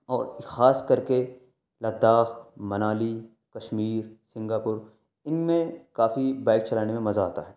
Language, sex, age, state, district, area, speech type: Urdu, male, 18-30, Delhi, East Delhi, urban, spontaneous